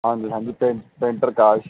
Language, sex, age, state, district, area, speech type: Punjabi, male, 18-30, Punjab, Fazilka, rural, conversation